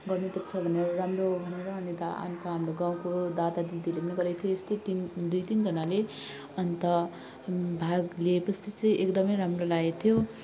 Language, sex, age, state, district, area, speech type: Nepali, female, 30-45, West Bengal, Alipurduar, urban, spontaneous